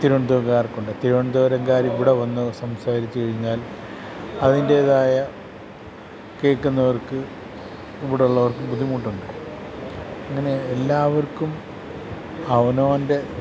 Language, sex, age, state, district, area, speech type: Malayalam, male, 45-60, Kerala, Kottayam, urban, spontaneous